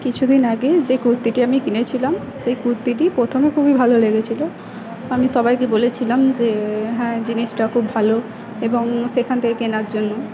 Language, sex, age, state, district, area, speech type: Bengali, female, 18-30, West Bengal, Purba Bardhaman, rural, spontaneous